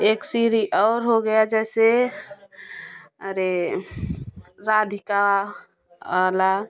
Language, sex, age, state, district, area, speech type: Hindi, female, 30-45, Uttar Pradesh, Jaunpur, rural, spontaneous